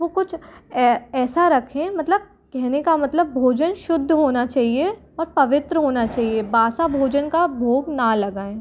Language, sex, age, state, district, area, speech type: Hindi, female, 18-30, Madhya Pradesh, Jabalpur, urban, spontaneous